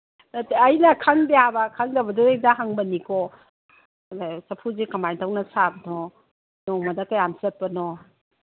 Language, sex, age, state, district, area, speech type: Manipuri, female, 45-60, Manipur, Kangpokpi, urban, conversation